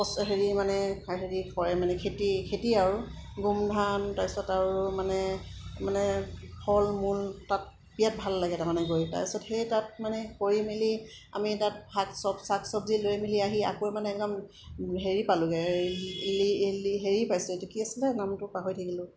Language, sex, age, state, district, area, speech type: Assamese, female, 30-45, Assam, Golaghat, urban, spontaneous